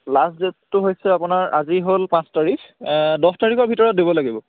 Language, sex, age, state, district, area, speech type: Assamese, male, 18-30, Assam, Charaideo, urban, conversation